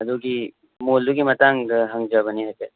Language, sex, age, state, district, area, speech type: Manipuri, male, 18-30, Manipur, Thoubal, rural, conversation